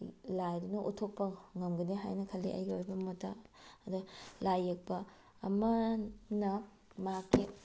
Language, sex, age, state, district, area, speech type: Manipuri, female, 45-60, Manipur, Bishnupur, rural, spontaneous